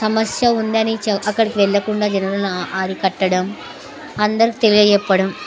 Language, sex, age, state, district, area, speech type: Telugu, female, 30-45, Andhra Pradesh, Kurnool, rural, spontaneous